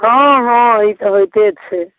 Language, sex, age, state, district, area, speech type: Maithili, female, 45-60, Bihar, Samastipur, rural, conversation